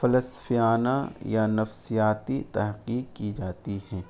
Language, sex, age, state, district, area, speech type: Urdu, male, 18-30, Bihar, Gaya, rural, spontaneous